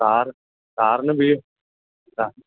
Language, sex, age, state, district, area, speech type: Malayalam, male, 60+, Kerala, Alappuzha, rural, conversation